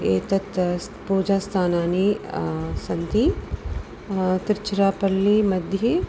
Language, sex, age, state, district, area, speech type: Sanskrit, female, 45-60, Tamil Nadu, Tiruchirappalli, urban, spontaneous